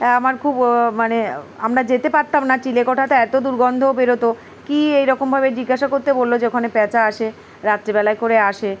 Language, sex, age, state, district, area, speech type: Bengali, female, 45-60, West Bengal, Uttar Dinajpur, urban, spontaneous